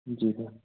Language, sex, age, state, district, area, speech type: Hindi, male, 18-30, Rajasthan, Bharatpur, rural, conversation